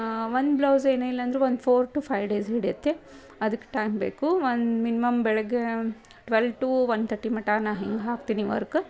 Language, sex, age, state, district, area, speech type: Kannada, female, 30-45, Karnataka, Dharwad, rural, spontaneous